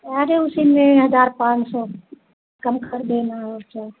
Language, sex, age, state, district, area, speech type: Hindi, female, 45-60, Uttar Pradesh, Ayodhya, rural, conversation